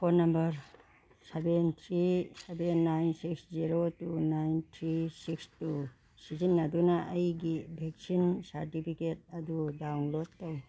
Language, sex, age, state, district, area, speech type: Manipuri, female, 60+, Manipur, Churachandpur, urban, read